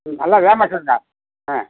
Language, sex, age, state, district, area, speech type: Tamil, male, 60+, Tamil Nadu, Tiruvarur, rural, conversation